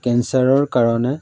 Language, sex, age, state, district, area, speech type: Assamese, male, 45-60, Assam, Majuli, rural, spontaneous